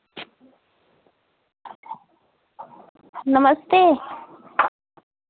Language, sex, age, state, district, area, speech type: Hindi, female, 18-30, Uttar Pradesh, Azamgarh, rural, conversation